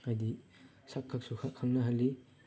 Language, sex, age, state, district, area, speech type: Manipuri, male, 18-30, Manipur, Chandel, rural, spontaneous